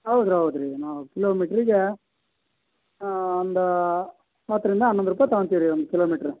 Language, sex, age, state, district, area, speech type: Kannada, male, 60+, Karnataka, Vijayanagara, rural, conversation